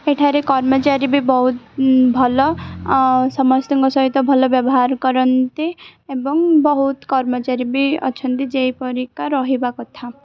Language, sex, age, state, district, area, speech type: Odia, female, 18-30, Odisha, Koraput, urban, spontaneous